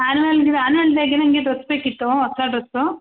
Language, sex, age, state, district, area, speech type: Kannada, female, 30-45, Karnataka, Hassan, urban, conversation